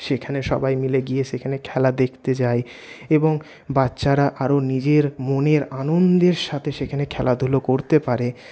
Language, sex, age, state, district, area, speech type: Bengali, male, 18-30, West Bengal, Paschim Bardhaman, urban, spontaneous